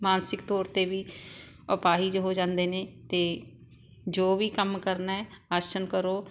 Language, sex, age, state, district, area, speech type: Punjabi, female, 60+, Punjab, Barnala, rural, spontaneous